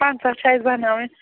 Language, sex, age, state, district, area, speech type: Kashmiri, female, 60+, Jammu and Kashmir, Srinagar, urban, conversation